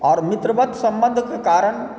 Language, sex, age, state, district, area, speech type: Maithili, male, 45-60, Bihar, Supaul, rural, spontaneous